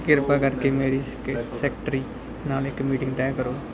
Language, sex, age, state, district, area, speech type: Punjabi, male, 30-45, Punjab, Bathinda, urban, read